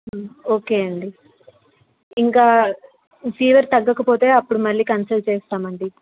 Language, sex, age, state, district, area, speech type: Telugu, female, 18-30, Andhra Pradesh, Nellore, rural, conversation